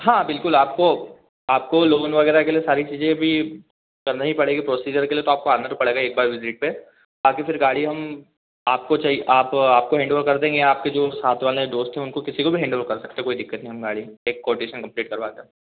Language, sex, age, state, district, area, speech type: Hindi, male, 18-30, Madhya Pradesh, Indore, urban, conversation